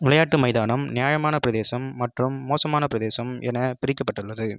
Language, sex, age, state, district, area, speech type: Tamil, male, 18-30, Tamil Nadu, Viluppuram, urban, read